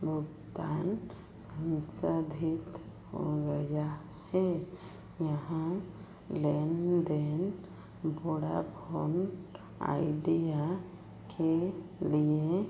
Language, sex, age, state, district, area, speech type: Hindi, female, 45-60, Madhya Pradesh, Chhindwara, rural, read